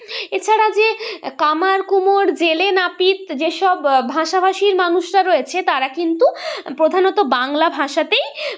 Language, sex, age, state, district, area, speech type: Bengali, female, 30-45, West Bengal, Purulia, urban, spontaneous